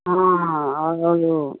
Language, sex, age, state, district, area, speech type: Hindi, female, 30-45, Uttar Pradesh, Jaunpur, rural, conversation